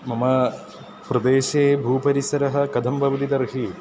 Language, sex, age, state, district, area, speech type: Sanskrit, male, 18-30, Kerala, Ernakulam, rural, spontaneous